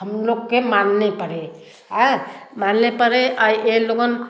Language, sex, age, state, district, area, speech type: Hindi, female, 60+, Uttar Pradesh, Varanasi, rural, spontaneous